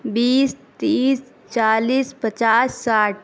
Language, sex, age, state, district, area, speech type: Urdu, female, 18-30, Uttar Pradesh, Shahjahanpur, urban, spontaneous